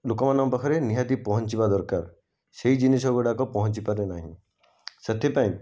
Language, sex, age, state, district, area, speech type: Odia, male, 45-60, Odisha, Jajpur, rural, spontaneous